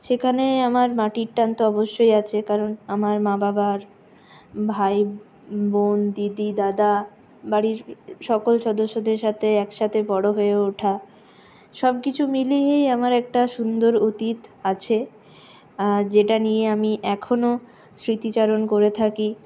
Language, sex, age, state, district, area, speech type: Bengali, female, 60+, West Bengal, Purulia, urban, spontaneous